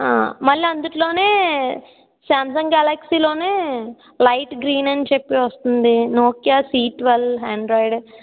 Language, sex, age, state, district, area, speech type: Telugu, female, 60+, Andhra Pradesh, East Godavari, rural, conversation